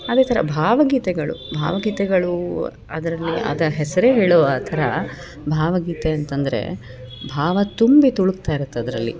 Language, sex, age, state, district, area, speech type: Kannada, female, 30-45, Karnataka, Bellary, rural, spontaneous